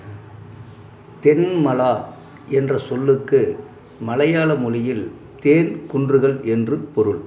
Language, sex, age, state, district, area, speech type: Tamil, male, 45-60, Tamil Nadu, Dharmapuri, rural, read